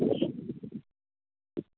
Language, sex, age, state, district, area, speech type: Telugu, female, 60+, Andhra Pradesh, Chittoor, rural, conversation